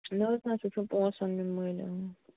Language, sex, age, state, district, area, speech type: Kashmiri, female, 30-45, Jammu and Kashmir, Bandipora, rural, conversation